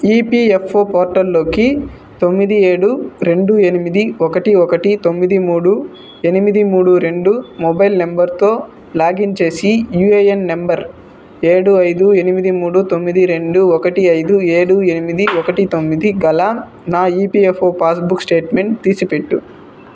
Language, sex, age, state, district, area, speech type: Telugu, male, 18-30, Andhra Pradesh, Sri Balaji, rural, read